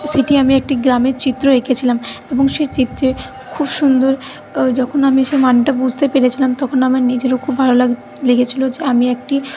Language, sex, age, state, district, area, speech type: Bengali, female, 30-45, West Bengal, Paschim Bardhaman, urban, spontaneous